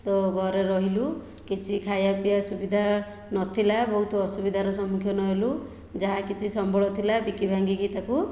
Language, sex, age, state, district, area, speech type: Odia, female, 60+, Odisha, Khordha, rural, spontaneous